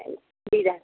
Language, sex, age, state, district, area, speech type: Odia, female, 60+, Odisha, Gajapati, rural, conversation